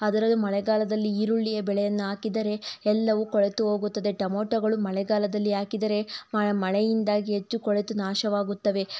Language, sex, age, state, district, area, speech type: Kannada, female, 30-45, Karnataka, Tumkur, rural, spontaneous